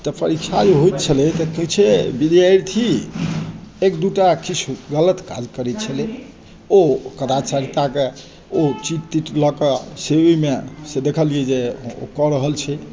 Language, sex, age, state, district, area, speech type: Maithili, male, 60+, Bihar, Madhubani, urban, spontaneous